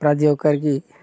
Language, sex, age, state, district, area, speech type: Telugu, male, 18-30, Telangana, Mancherial, rural, spontaneous